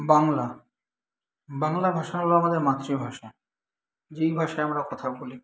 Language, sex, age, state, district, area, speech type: Bengali, male, 30-45, West Bengal, Kolkata, urban, spontaneous